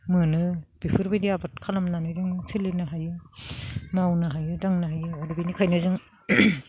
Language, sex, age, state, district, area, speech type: Bodo, female, 45-60, Assam, Udalguri, rural, spontaneous